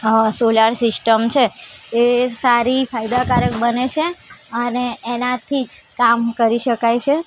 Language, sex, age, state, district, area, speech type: Gujarati, female, 18-30, Gujarat, Ahmedabad, urban, spontaneous